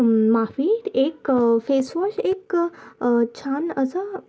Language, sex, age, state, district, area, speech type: Marathi, female, 18-30, Maharashtra, Thane, urban, spontaneous